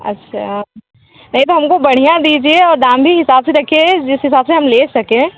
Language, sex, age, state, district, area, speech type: Hindi, female, 18-30, Uttar Pradesh, Mirzapur, urban, conversation